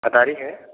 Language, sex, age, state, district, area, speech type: Hindi, male, 18-30, Uttar Pradesh, Jaunpur, rural, conversation